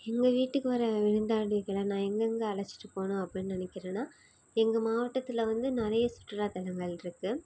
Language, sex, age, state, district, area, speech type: Tamil, female, 18-30, Tamil Nadu, Nagapattinam, rural, spontaneous